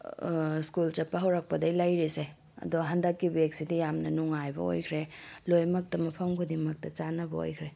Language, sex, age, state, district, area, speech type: Manipuri, female, 18-30, Manipur, Tengnoupal, rural, spontaneous